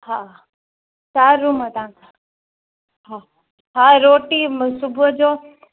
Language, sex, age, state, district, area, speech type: Sindhi, female, 18-30, Gujarat, Junagadh, rural, conversation